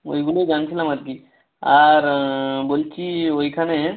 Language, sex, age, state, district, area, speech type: Bengali, male, 18-30, West Bengal, Jalpaiguri, rural, conversation